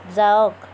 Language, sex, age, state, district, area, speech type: Assamese, female, 18-30, Assam, Kamrup Metropolitan, urban, read